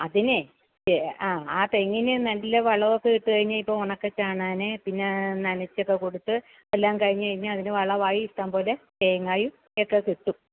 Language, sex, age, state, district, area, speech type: Malayalam, female, 60+, Kerala, Alappuzha, rural, conversation